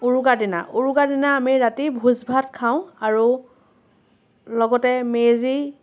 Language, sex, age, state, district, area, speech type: Assamese, female, 30-45, Assam, Lakhimpur, rural, spontaneous